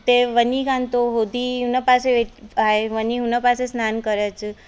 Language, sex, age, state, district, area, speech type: Sindhi, female, 30-45, Gujarat, Surat, urban, spontaneous